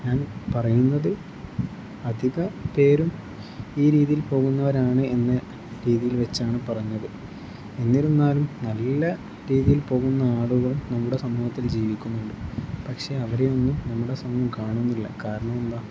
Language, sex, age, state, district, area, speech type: Malayalam, male, 18-30, Kerala, Kozhikode, rural, spontaneous